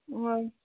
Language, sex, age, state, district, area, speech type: Assamese, female, 18-30, Assam, Charaideo, urban, conversation